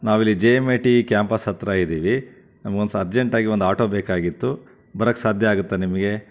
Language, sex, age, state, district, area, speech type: Kannada, male, 60+, Karnataka, Chitradurga, rural, spontaneous